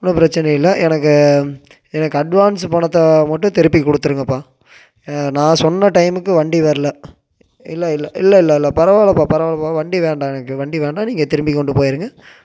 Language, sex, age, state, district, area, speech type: Tamil, male, 18-30, Tamil Nadu, Coimbatore, urban, spontaneous